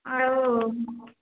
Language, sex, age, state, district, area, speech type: Odia, female, 30-45, Odisha, Khordha, rural, conversation